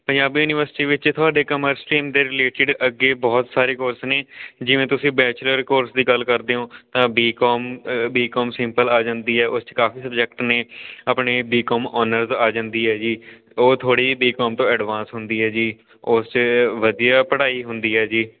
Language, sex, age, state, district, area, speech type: Punjabi, male, 18-30, Punjab, Patiala, rural, conversation